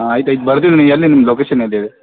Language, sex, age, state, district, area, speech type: Kannada, male, 30-45, Karnataka, Belgaum, rural, conversation